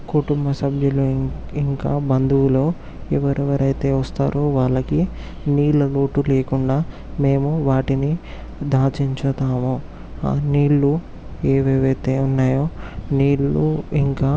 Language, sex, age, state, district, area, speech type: Telugu, male, 18-30, Telangana, Vikarabad, urban, spontaneous